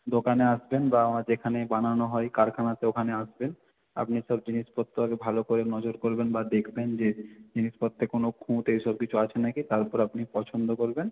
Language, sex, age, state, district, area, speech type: Bengali, male, 18-30, West Bengal, South 24 Parganas, rural, conversation